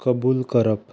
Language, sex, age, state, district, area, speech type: Goan Konkani, male, 18-30, Goa, Ponda, rural, read